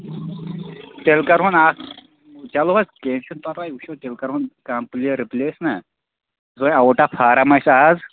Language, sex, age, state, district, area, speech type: Kashmiri, male, 30-45, Jammu and Kashmir, Bandipora, rural, conversation